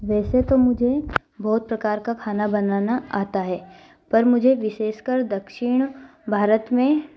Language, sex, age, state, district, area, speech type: Hindi, female, 18-30, Madhya Pradesh, Ujjain, rural, spontaneous